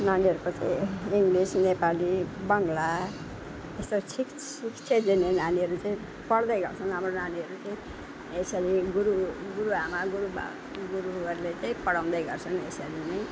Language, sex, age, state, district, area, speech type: Nepali, female, 60+, West Bengal, Alipurduar, urban, spontaneous